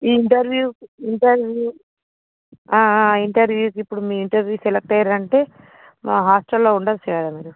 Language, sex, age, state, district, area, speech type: Telugu, female, 45-60, Andhra Pradesh, Visakhapatnam, urban, conversation